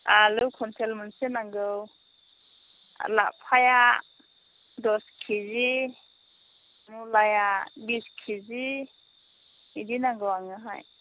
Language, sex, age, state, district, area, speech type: Bodo, female, 60+, Assam, Chirang, rural, conversation